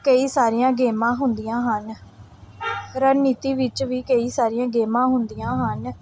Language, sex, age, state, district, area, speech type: Punjabi, female, 18-30, Punjab, Pathankot, urban, spontaneous